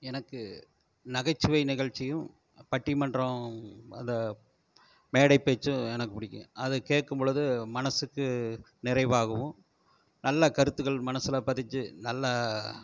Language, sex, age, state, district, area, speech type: Tamil, male, 45-60, Tamil Nadu, Erode, rural, spontaneous